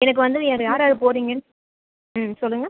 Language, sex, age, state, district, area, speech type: Tamil, female, 18-30, Tamil Nadu, Cuddalore, urban, conversation